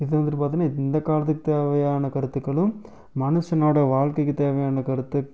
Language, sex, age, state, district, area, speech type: Tamil, male, 18-30, Tamil Nadu, Erode, rural, spontaneous